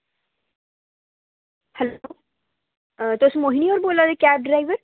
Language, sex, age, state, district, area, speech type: Dogri, female, 18-30, Jammu and Kashmir, Samba, rural, conversation